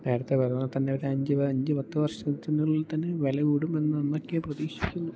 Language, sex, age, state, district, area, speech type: Malayalam, male, 18-30, Kerala, Idukki, rural, spontaneous